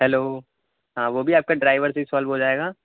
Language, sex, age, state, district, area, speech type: Urdu, male, 18-30, Delhi, North West Delhi, urban, conversation